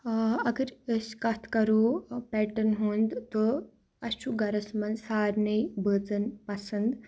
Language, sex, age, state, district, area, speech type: Kashmiri, female, 18-30, Jammu and Kashmir, Kupwara, rural, spontaneous